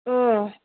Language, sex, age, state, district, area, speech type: Manipuri, female, 30-45, Manipur, Kangpokpi, urban, conversation